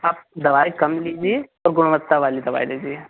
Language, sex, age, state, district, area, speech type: Hindi, male, 18-30, Madhya Pradesh, Betul, urban, conversation